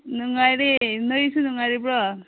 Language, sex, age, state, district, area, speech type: Manipuri, female, 30-45, Manipur, Senapati, rural, conversation